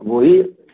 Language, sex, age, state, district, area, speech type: Hindi, male, 45-60, Uttar Pradesh, Chandauli, urban, conversation